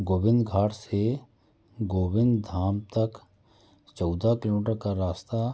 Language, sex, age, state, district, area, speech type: Hindi, male, 45-60, Madhya Pradesh, Jabalpur, urban, spontaneous